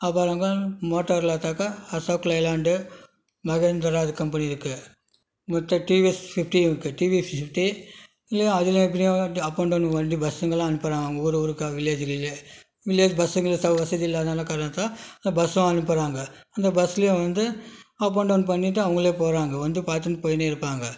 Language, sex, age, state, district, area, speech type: Tamil, male, 30-45, Tamil Nadu, Krishnagiri, rural, spontaneous